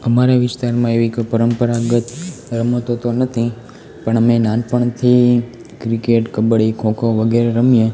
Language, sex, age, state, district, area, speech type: Gujarati, male, 18-30, Gujarat, Amreli, rural, spontaneous